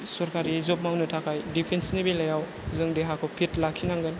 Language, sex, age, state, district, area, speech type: Bodo, female, 30-45, Assam, Chirang, rural, spontaneous